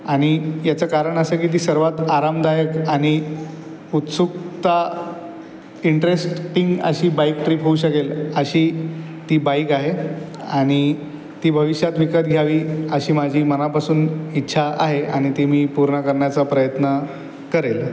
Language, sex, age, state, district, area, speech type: Marathi, male, 18-30, Maharashtra, Aurangabad, urban, spontaneous